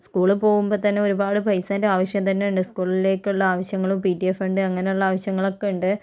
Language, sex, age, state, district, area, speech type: Malayalam, female, 45-60, Kerala, Kozhikode, urban, spontaneous